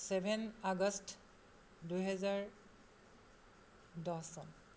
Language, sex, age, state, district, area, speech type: Assamese, female, 60+, Assam, Charaideo, urban, spontaneous